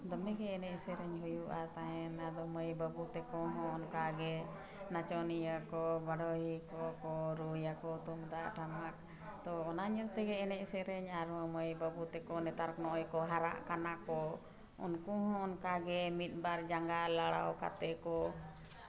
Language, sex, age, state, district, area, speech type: Santali, female, 45-60, Jharkhand, Bokaro, rural, spontaneous